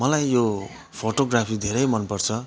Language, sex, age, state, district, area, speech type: Nepali, male, 45-60, West Bengal, Kalimpong, rural, spontaneous